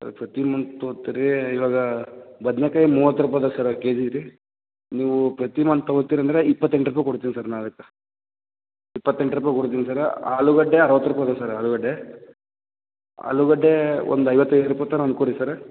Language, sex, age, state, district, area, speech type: Kannada, male, 18-30, Karnataka, Raichur, urban, conversation